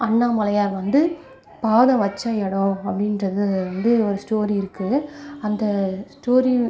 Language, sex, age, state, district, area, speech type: Tamil, female, 45-60, Tamil Nadu, Sivaganga, rural, spontaneous